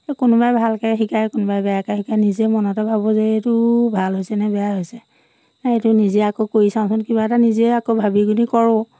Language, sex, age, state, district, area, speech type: Assamese, female, 45-60, Assam, Majuli, urban, spontaneous